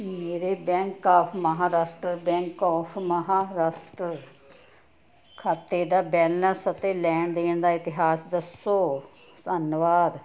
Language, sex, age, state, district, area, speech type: Punjabi, female, 60+, Punjab, Ludhiana, rural, read